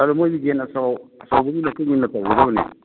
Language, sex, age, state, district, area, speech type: Manipuri, male, 60+, Manipur, Imphal East, rural, conversation